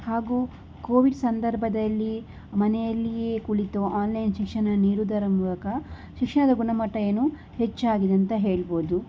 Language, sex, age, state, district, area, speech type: Kannada, female, 18-30, Karnataka, Tumkur, rural, spontaneous